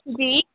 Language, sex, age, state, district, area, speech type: Hindi, female, 18-30, Madhya Pradesh, Betul, urban, conversation